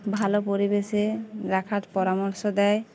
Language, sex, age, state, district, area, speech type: Bengali, female, 18-30, West Bengal, Uttar Dinajpur, urban, spontaneous